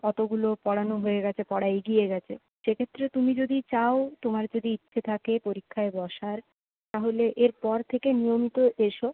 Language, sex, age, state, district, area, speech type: Bengali, female, 18-30, West Bengal, Purulia, urban, conversation